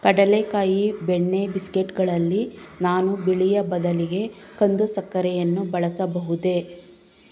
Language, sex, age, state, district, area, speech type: Kannada, female, 30-45, Karnataka, Bangalore Urban, rural, read